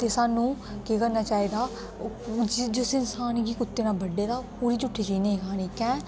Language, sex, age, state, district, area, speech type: Dogri, female, 18-30, Jammu and Kashmir, Kathua, rural, spontaneous